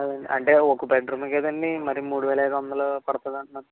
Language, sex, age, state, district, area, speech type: Telugu, male, 18-30, Andhra Pradesh, Konaseema, rural, conversation